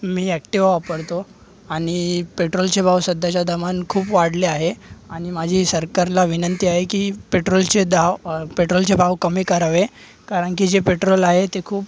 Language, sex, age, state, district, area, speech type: Marathi, male, 18-30, Maharashtra, Thane, urban, spontaneous